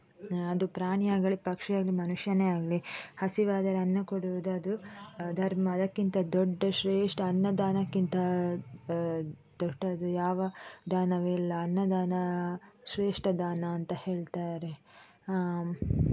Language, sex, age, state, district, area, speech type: Kannada, female, 18-30, Karnataka, Dakshina Kannada, rural, spontaneous